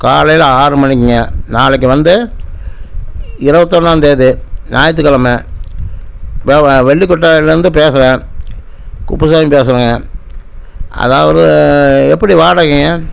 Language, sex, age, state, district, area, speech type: Tamil, male, 60+, Tamil Nadu, Namakkal, rural, spontaneous